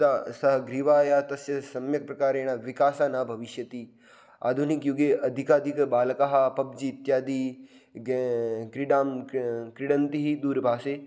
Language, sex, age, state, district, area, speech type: Sanskrit, male, 18-30, Rajasthan, Jodhpur, rural, spontaneous